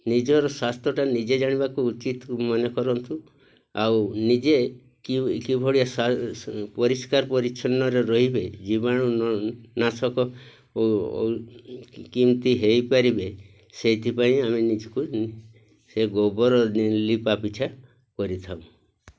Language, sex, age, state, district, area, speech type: Odia, male, 60+, Odisha, Mayurbhanj, rural, spontaneous